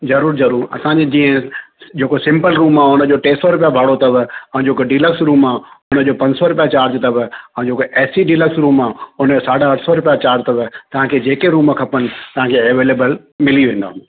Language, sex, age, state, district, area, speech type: Sindhi, male, 45-60, Gujarat, Surat, urban, conversation